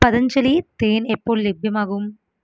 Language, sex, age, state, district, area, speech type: Malayalam, female, 18-30, Kerala, Ernakulam, rural, read